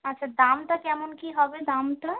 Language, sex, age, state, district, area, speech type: Bengali, female, 30-45, West Bengal, North 24 Parganas, urban, conversation